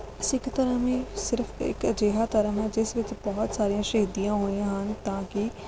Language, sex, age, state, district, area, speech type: Punjabi, female, 18-30, Punjab, Rupnagar, rural, spontaneous